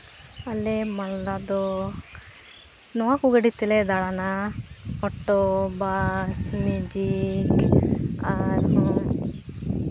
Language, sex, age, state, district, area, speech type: Santali, female, 18-30, West Bengal, Malda, rural, spontaneous